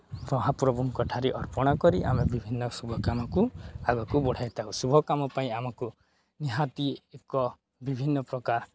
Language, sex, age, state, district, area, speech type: Odia, male, 18-30, Odisha, Balangir, urban, spontaneous